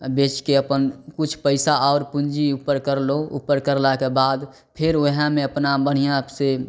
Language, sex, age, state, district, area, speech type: Maithili, male, 18-30, Bihar, Samastipur, rural, spontaneous